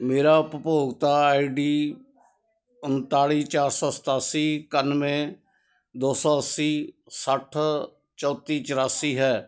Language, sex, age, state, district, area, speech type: Punjabi, male, 60+, Punjab, Ludhiana, rural, read